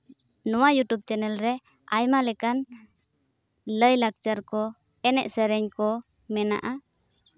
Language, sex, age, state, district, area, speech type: Santali, female, 18-30, Jharkhand, Seraikela Kharsawan, rural, spontaneous